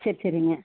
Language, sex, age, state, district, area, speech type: Tamil, female, 30-45, Tamil Nadu, Erode, rural, conversation